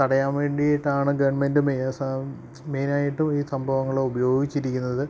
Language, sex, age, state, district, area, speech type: Malayalam, male, 30-45, Kerala, Idukki, rural, spontaneous